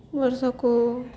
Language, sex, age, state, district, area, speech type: Odia, female, 18-30, Odisha, Subarnapur, urban, spontaneous